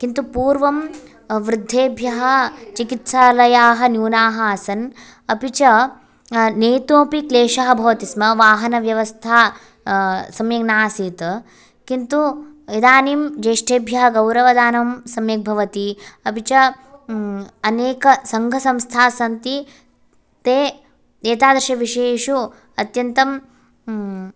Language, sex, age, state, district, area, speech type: Sanskrit, female, 18-30, Karnataka, Bagalkot, urban, spontaneous